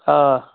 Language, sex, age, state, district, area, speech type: Kashmiri, male, 30-45, Jammu and Kashmir, Pulwama, rural, conversation